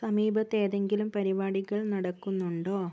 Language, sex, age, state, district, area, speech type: Malayalam, female, 30-45, Kerala, Wayanad, rural, read